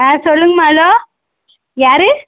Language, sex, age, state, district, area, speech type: Tamil, female, 18-30, Tamil Nadu, Tirupattur, rural, conversation